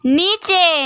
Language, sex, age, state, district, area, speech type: Bengali, female, 30-45, West Bengal, Purba Medinipur, rural, read